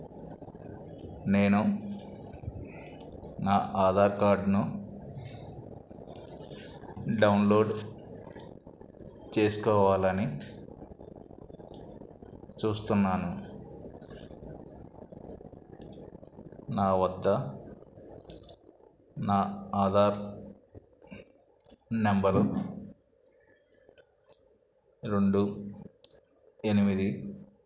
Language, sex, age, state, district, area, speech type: Telugu, male, 45-60, Andhra Pradesh, N T Rama Rao, urban, read